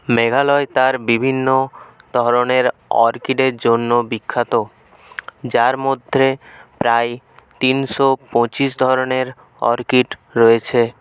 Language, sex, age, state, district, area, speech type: Bengali, male, 18-30, West Bengal, North 24 Parganas, rural, read